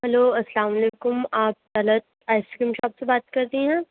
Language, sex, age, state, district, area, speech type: Urdu, female, 18-30, Uttar Pradesh, Aligarh, urban, conversation